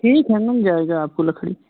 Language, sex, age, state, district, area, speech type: Hindi, male, 30-45, Uttar Pradesh, Jaunpur, rural, conversation